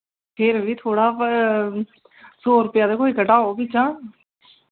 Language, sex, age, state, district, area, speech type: Dogri, female, 18-30, Jammu and Kashmir, Samba, rural, conversation